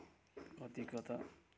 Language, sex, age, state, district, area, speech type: Nepali, male, 60+, West Bengal, Kalimpong, rural, spontaneous